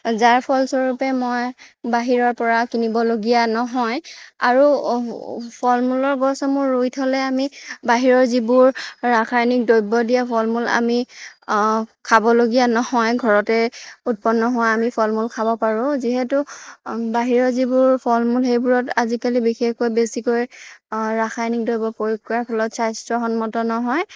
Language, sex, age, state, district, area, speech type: Assamese, female, 30-45, Assam, Morigaon, rural, spontaneous